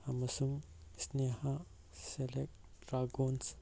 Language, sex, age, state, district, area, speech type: Manipuri, male, 18-30, Manipur, Kangpokpi, urban, read